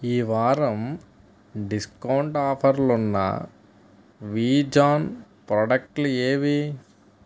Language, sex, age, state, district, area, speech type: Telugu, male, 60+, Andhra Pradesh, East Godavari, urban, read